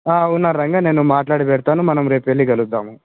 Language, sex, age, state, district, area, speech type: Telugu, male, 30-45, Telangana, Hyderabad, rural, conversation